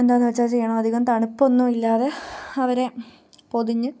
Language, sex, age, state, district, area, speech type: Malayalam, female, 18-30, Kerala, Pathanamthitta, rural, spontaneous